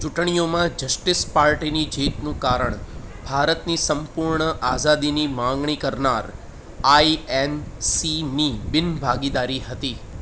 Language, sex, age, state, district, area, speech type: Gujarati, male, 30-45, Gujarat, Kheda, urban, read